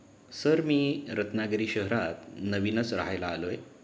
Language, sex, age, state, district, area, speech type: Marathi, male, 30-45, Maharashtra, Ratnagiri, urban, spontaneous